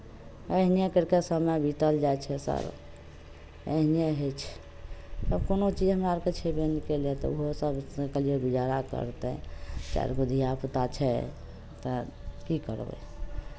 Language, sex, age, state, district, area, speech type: Maithili, female, 60+, Bihar, Madhepura, rural, spontaneous